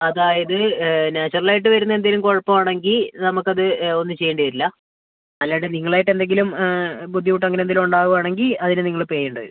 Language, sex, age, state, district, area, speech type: Malayalam, female, 30-45, Kerala, Kozhikode, urban, conversation